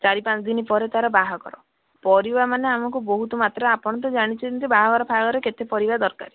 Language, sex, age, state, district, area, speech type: Odia, female, 30-45, Odisha, Bhadrak, rural, conversation